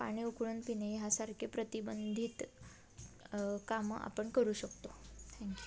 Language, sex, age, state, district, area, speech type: Marathi, female, 18-30, Maharashtra, Satara, urban, spontaneous